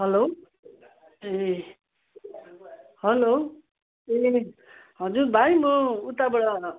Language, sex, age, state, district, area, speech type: Nepali, female, 60+, West Bengal, Kalimpong, rural, conversation